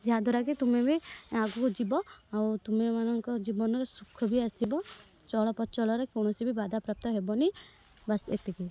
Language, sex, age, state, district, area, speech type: Odia, female, 18-30, Odisha, Kendrapara, urban, spontaneous